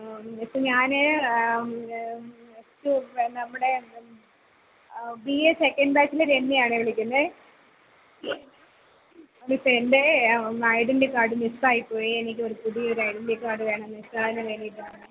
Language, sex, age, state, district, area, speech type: Malayalam, female, 30-45, Kerala, Kollam, rural, conversation